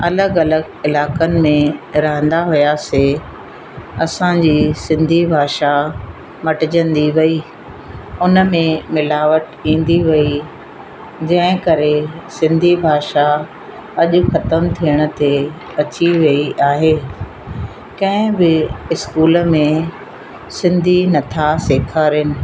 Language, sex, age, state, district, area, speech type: Sindhi, female, 60+, Madhya Pradesh, Katni, urban, spontaneous